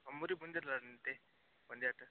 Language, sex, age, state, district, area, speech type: Kannada, male, 18-30, Karnataka, Koppal, urban, conversation